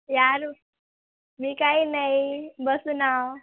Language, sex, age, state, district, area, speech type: Marathi, female, 18-30, Maharashtra, Wardha, rural, conversation